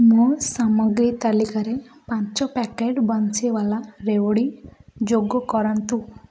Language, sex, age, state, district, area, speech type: Odia, female, 18-30, Odisha, Ganjam, urban, read